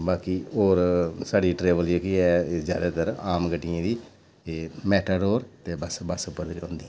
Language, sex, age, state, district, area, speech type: Dogri, male, 45-60, Jammu and Kashmir, Udhampur, urban, spontaneous